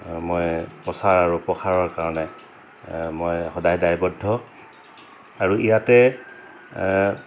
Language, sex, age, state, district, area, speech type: Assamese, male, 45-60, Assam, Dhemaji, rural, spontaneous